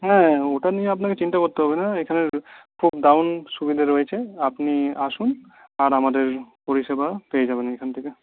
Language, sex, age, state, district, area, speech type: Bengali, male, 18-30, West Bengal, Purulia, urban, conversation